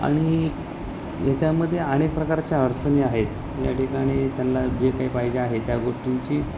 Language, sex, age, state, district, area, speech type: Marathi, male, 30-45, Maharashtra, Nanded, urban, spontaneous